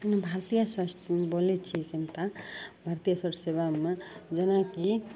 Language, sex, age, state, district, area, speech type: Maithili, female, 18-30, Bihar, Madhepura, rural, spontaneous